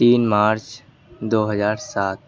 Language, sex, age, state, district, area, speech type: Urdu, male, 18-30, Uttar Pradesh, Ghaziabad, urban, spontaneous